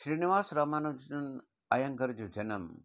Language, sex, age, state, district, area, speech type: Sindhi, male, 60+, Gujarat, Surat, urban, spontaneous